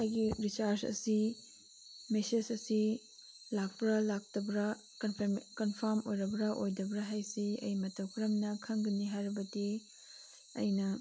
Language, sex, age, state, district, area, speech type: Manipuri, female, 18-30, Manipur, Chandel, rural, spontaneous